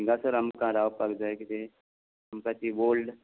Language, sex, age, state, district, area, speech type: Goan Konkani, male, 45-60, Goa, Tiswadi, rural, conversation